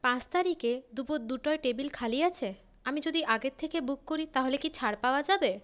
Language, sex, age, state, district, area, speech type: Bengali, female, 30-45, West Bengal, Paschim Bardhaman, urban, spontaneous